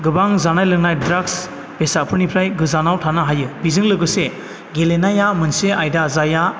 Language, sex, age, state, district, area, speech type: Bodo, male, 30-45, Assam, Chirang, rural, spontaneous